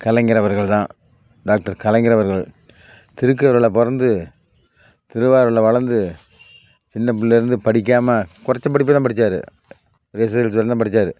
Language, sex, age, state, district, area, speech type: Tamil, male, 60+, Tamil Nadu, Tiruvarur, rural, spontaneous